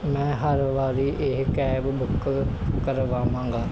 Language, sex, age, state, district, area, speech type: Punjabi, male, 18-30, Punjab, Mansa, urban, spontaneous